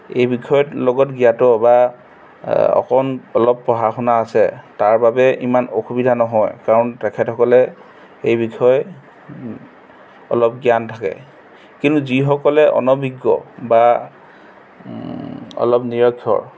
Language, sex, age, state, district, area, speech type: Assamese, male, 45-60, Assam, Golaghat, urban, spontaneous